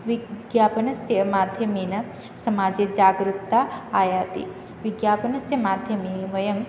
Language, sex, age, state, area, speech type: Sanskrit, female, 18-30, Tripura, rural, spontaneous